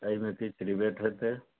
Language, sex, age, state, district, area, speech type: Maithili, male, 45-60, Bihar, Madhubani, rural, conversation